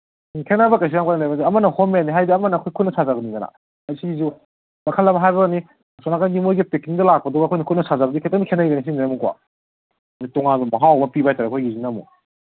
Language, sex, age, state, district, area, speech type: Manipuri, male, 18-30, Manipur, Kangpokpi, urban, conversation